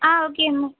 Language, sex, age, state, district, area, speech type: Tamil, female, 18-30, Tamil Nadu, Vellore, urban, conversation